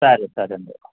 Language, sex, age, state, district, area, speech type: Telugu, male, 30-45, Andhra Pradesh, Kurnool, rural, conversation